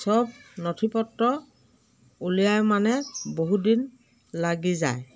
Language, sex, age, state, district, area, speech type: Assamese, female, 60+, Assam, Dhemaji, rural, spontaneous